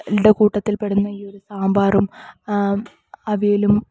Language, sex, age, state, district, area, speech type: Malayalam, female, 18-30, Kerala, Kasaragod, rural, spontaneous